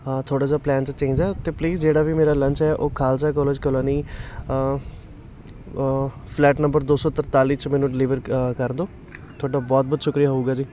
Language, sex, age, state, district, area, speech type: Punjabi, male, 18-30, Punjab, Patiala, urban, spontaneous